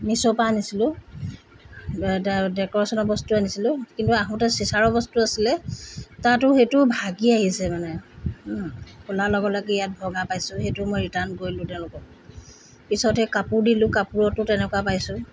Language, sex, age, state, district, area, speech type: Assamese, female, 45-60, Assam, Tinsukia, rural, spontaneous